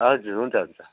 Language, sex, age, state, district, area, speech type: Nepali, male, 30-45, West Bengal, Darjeeling, rural, conversation